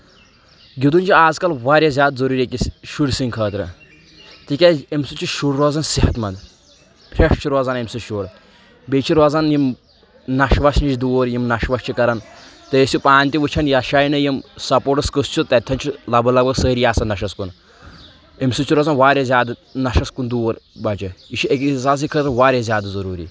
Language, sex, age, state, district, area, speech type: Kashmiri, male, 18-30, Jammu and Kashmir, Kulgam, rural, spontaneous